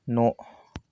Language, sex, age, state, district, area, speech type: Bodo, male, 18-30, Assam, Kokrajhar, rural, read